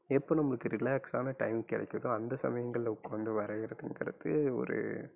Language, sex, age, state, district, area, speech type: Tamil, male, 18-30, Tamil Nadu, Coimbatore, rural, spontaneous